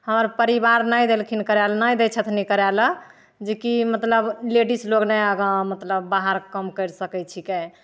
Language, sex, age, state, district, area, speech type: Maithili, female, 18-30, Bihar, Begusarai, rural, spontaneous